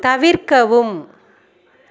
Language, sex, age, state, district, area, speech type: Tamil, female, 30-45, Tamil Nadu, Perambalur, rural, read